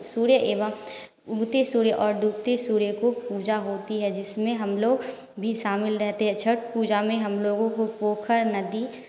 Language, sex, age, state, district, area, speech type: Hindi, female, 18-30, Bihar, Samastipur, rural, spontaneous